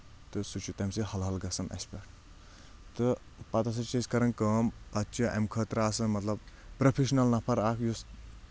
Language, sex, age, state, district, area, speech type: Kashmiri, male, 18-30, Jammu and Kashmir, Anantnag, rural, spontaneous